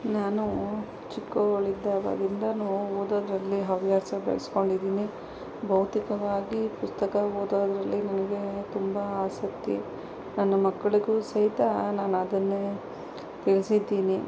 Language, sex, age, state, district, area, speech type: Kannada, female, 60+, Karnataka, Kolar, rural, spontaneous